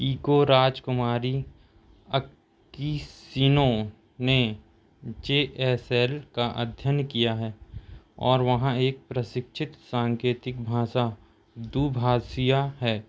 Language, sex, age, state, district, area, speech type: Hindi, male, 30-45, Madhya Pradesh, Seoni, urban, read